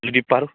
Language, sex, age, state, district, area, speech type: Assamese, male, 45-60, Assam, Goalpara, urban, conversation